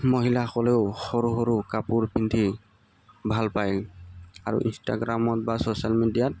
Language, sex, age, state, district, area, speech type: Assamese, male, 18-30, Assam, Tinsukia, rural, spontaneous